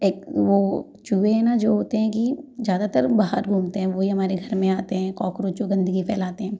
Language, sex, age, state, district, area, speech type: Hindi, female, 30-45, Madhya Pradesh, Gwalior, rural, spontaneous